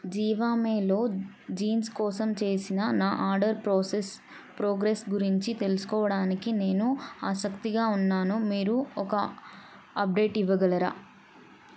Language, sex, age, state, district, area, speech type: Telugu, female, 18-30, Telangana, Siddipet, urban, read